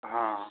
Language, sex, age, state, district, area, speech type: Hindi, male, 18-30, Rajasthan, Jaipur, urban, conversation